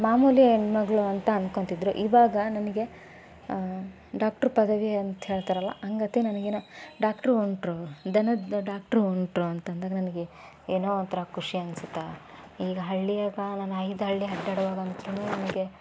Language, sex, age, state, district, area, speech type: Kannada, female, 18-30, Karnataka, Koppal, rural, spontaneous